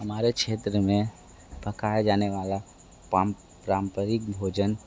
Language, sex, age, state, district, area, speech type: Hindi, male, 18-30, Uttar Pradesh, Sonbhadra, rural, spontaneous